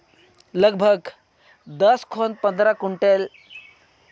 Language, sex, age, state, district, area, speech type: Santali, male, 45-60, Jharkhand, Seraikela Kharsawan, rural, spontaneous